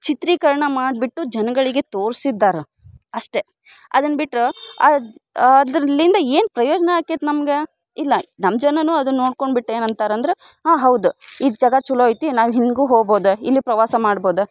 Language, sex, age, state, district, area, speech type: Kannada, female, 18-30, Karnataka, Dharwad, rural, spontaneous